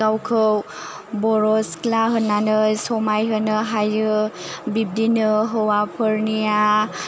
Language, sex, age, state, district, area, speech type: Bodo, female, 18-30, Assam, Chirang, rural, spontaneous